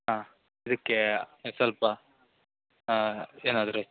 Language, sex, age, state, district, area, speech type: Kannada, male, 18-30, Karnataka, Shimoga, rural, conversation